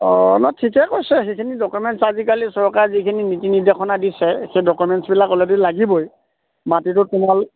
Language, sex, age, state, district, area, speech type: Assamese, male, 30-45, Assam, Lakhimpur, urban, conversation